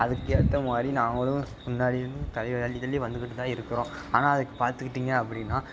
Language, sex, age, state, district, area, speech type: Tamil, male, 18-30, Tamil Nadu, Tiruppur, rural, spontaneous